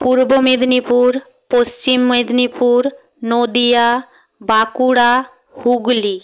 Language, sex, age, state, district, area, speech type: Bengali, female, 45-60, West Bengal, Purba Medinipur, rural, spontaneous